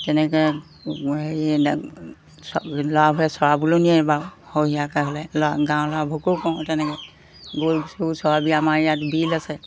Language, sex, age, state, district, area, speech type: Assamese, female, 60+, Assam, Golaghat, rural, spontaneous